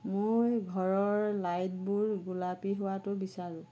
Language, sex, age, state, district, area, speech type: Assamese, female, 45-60, Assam, Lakhimpur, rural, read